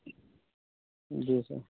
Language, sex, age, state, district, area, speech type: Hindi, male, 30-45, Uttar Pradesh, Mirzapur, rural, conversation